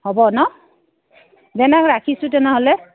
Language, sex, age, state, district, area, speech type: Assamese, female, 30-45, Assam, Udalguri, rural, conversation